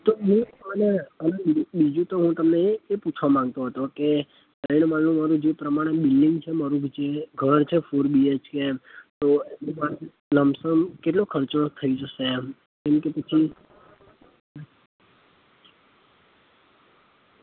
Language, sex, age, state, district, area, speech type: Gujarati, male, 18-30, Gujarat, Anand, rural, conversation